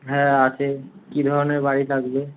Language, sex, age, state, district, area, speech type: Bengali, male, 18-30, West Bengal, Kolkata, urban, conversation